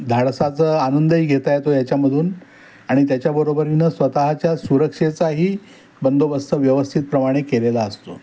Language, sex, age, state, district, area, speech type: Marathi, male, 60+, Maharashtra, Pune, urban, spontaneous